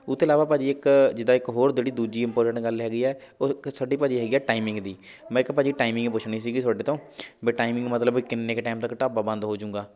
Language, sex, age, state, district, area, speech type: Punjabi, male, 60+, Punjab, Shaheed Bhagat Singh Nagar, urban, spontaneous